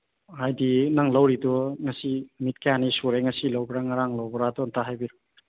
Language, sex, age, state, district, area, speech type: Manipuri, male, 30-45, Manipur, Churachandpur, rural, conversation